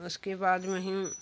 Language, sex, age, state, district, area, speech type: Hindi, female, 60+, Uttar Pradesh, Jaunpur, rural, spontaneous